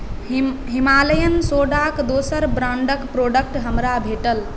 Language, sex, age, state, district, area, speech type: Maithili, female, 18-30, Bihar, Saharsa, rural, read